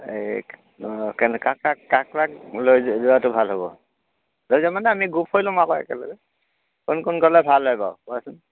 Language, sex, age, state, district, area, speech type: Assamese, male, 60+, Assam, Dibrugarh, rural, conversation